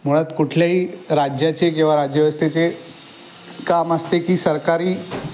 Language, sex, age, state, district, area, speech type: Marathi, male, 18-30, Maharashtra, Aurangabad, urban, spontaneous